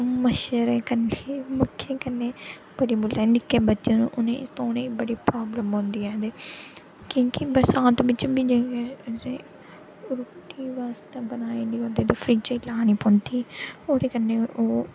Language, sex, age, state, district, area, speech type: Dogri, female, 18-30, Jammu and Kashmir, Jammu, urban, spontaneous